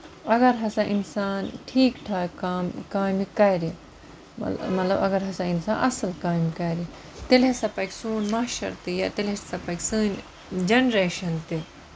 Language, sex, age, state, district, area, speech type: Kashmiri, female, 30-45, Jammu and Kashmir, Budgam, rural, spontaneous